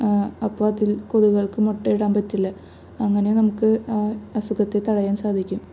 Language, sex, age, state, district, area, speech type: Malayalam, female, 18-30, Kerala, Thrissur, rural, spontaneous